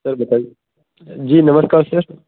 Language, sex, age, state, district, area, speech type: Hindi, male, 30-45, Uttar Pradesh, Bhadohi, rural, conversation